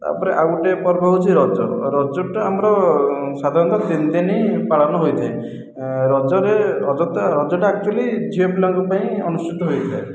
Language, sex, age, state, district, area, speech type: Odia, male, 18-30, Odisha, Khordha, rural, spontaneous